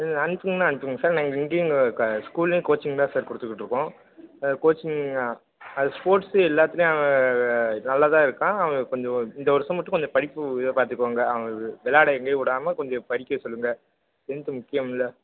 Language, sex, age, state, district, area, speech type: Tamil, male, 18-30, Tamil Nadu, Perambalur, urban, conversation